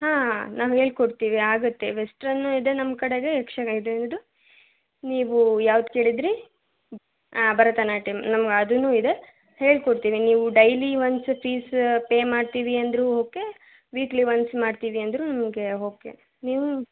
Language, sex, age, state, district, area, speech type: Kannada, female, 18-30, Karnataka, Davanagere, urban, conversation